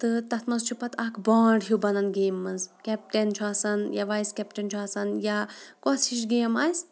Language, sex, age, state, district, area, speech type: Kashmiri, female, 45-60, Jammu and Kashmir, Shopian, urban, spontaneous